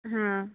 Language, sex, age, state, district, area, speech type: Odia, female, 45-60, Odisha, Angul, rural, conversation